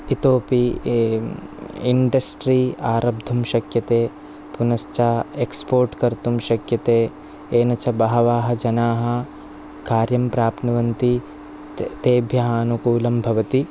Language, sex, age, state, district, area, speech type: Sanskrit, male, 30-45, Kerala, Kasaragod, rural, spontaneous